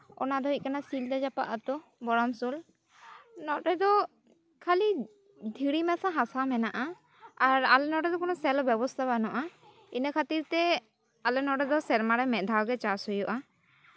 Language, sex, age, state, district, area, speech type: Santali, female, 18-30, West Bengal, Jhargram, rural, spontaneous